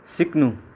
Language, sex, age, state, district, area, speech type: Nepali, male, 18-30, West Bengal, Darjeeling, rural, read